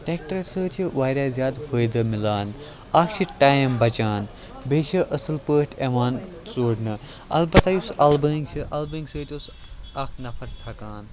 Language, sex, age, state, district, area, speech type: Kashmiri, male, 18-30, Jammu and Kashmir, Kupwara, rural, spontaneous